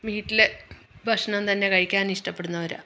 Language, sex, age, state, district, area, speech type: Malayalam, female, 45-60, Kerala, Pathanamthitta, urban, spontaneous